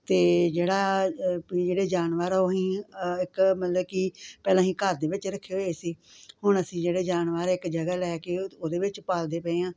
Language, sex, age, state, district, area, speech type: Punjabi, female, 45-60, Punjab, Gurdaspur, rural, spontaneous